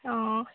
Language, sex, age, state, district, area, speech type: Assamese, female, 18-30, Assam, Sivasagar, rural, conversation